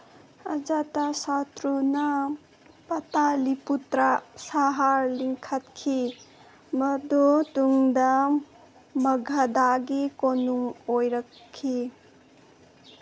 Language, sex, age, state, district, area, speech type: Manipuri, female, 18-30, Manipur, Senapati, urban, read